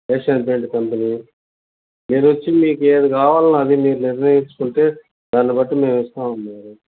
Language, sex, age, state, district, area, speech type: Telugu, male, 60+, Andhra Pradesh, Nellore, rural, conversation